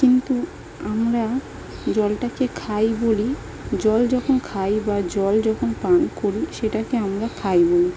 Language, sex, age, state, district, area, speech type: Bengali, female, 18-30, West Bengal, South 24 Parganas, rural, spontaneous